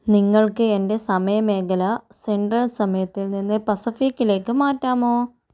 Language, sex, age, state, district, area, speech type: Malayalam, female, 45-60, Kerala, Kozhikode, urban, read